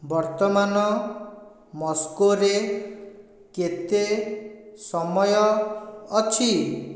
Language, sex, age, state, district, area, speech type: Odia, male, 45-60, Odisha, Dhenkanal, rural, read